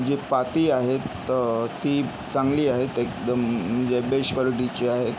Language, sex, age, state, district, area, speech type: Marathi, male, 45-60, Maharashtra, Yavatmal, urban, spontaneous